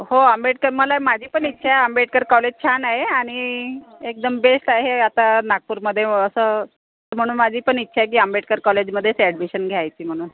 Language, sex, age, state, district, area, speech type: Marathi, female, 45-60, Maharashtra, Nagpur, urban, conversation